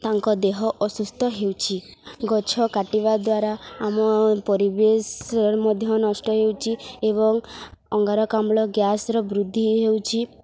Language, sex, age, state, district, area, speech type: Odia, female, 18-30, Odisha, Subarnapur, rural, spontaneous